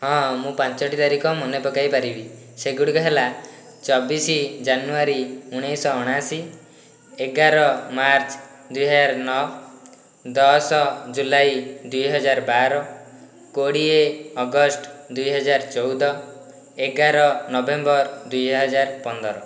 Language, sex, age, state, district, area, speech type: Odia, male, 18-30, Odisha, Dhenkanal, rural, spontaneous